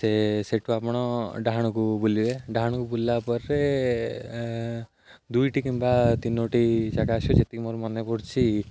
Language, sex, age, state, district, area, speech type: Odia, male, 18-30, Odisha, Jagatsinghpur, rural, spontaneous